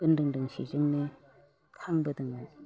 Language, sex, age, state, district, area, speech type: Bodo, male, 60+, Assam, Chirang, rural, spontaneous